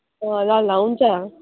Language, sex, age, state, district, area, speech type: Nepali, female, 18-30, West Bengal, Kalimpong, rural, conversation